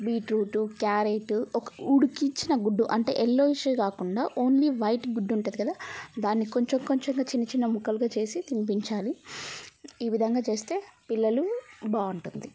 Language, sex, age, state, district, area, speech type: Telugu, female, 18-30, Telangana, Mancherial, rural, spontaneous